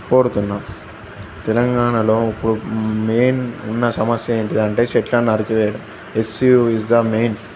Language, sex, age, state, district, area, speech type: Telugu, male, 18-30, Telangana, Jangaon, urban, spontaneous